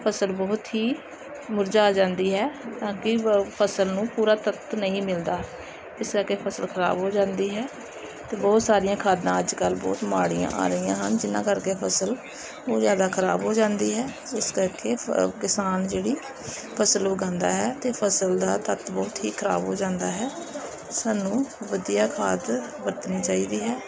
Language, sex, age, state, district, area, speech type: Punjabi, female, 30-45, Punjab, Gurdaspur, urban, spontaneous